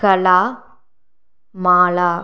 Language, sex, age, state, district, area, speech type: Tamil, female, 30-45, Tamil Nadu, Sivaganga, rural, spontaneous